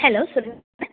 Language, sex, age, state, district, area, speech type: Tamil, female, 18-30, Tamil Nadu, Thanjavur, urban, conversation